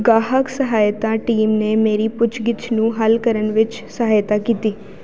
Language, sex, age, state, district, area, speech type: Punjabi, female, 18-30, Punjab, Jalandhar, urban, read